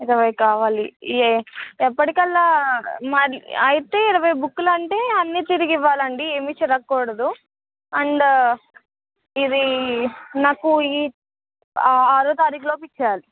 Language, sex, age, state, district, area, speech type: Telugu, female, 18-30, Telangana, Ranga Reddy, rural, conversation